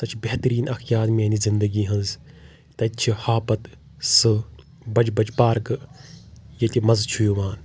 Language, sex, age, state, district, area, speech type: Kashmiri, male, 18-30, Jammu and Kashmir, Kulgam, rural, spontaneous